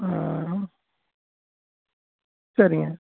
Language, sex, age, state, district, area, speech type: Tamil, male, 30-45, Tamil Nadu, Salem, urban, conversation